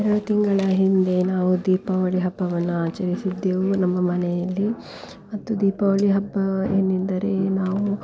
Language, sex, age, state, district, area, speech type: Kannada, female, 18-30, Karnataka, Dakshina Kannada, rural, spontaneous